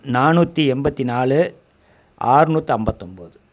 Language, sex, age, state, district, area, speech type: Tamil, male, 45-60, Tamil Nadu, Coimbatore, rural, spontaneous